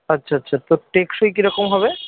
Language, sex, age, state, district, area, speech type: Bengali, male, 30-45, West Bengal, South 24 Parganas, rural, conversation